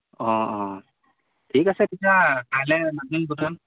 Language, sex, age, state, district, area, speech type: Assamese, male, 18-30, Assam, Lakhimpur, rural, conversation